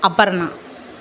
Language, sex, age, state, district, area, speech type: Tamil, female, 30-45, Tamil Nadu, Thoothukudi, urban, spontaneous